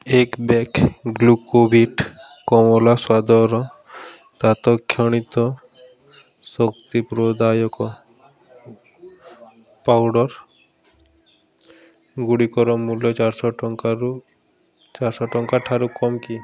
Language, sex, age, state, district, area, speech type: Odia, male, 30-45, Odisha, Bargarh, urban, read